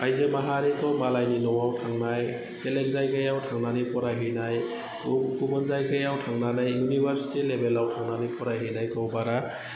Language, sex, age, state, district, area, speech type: Bodo, male, 30-45, Assam, Udalguri, rural, spontaneous